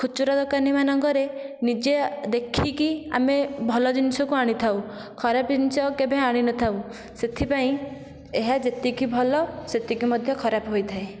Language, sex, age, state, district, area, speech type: Odia, female, 18-30, Odisha, Nayagarh, rural, spontaneous